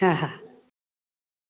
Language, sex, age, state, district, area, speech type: Sindhi, female, 30-45, Gujarat, Surat, urban, conversation